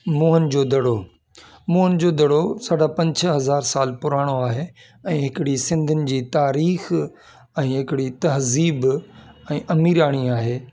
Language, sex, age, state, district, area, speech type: Sindhi, male, 45-60, Delhi, South Delhi, urban, spontaneous